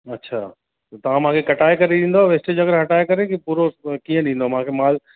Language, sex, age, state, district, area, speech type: Sindhi, male, 30-45, Uttar Pradesh, Lucknow, rural, conversation